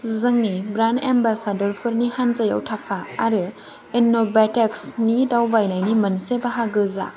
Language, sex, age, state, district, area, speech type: Bodo, female, 18-30, Assam, Kokrajhar, rural, read